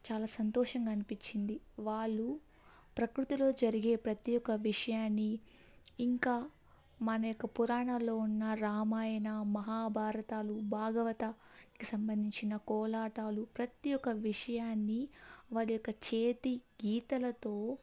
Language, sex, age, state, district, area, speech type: Telugu, female, 18-30, Andhra Pradesh, Kadapa, rural, spontaneous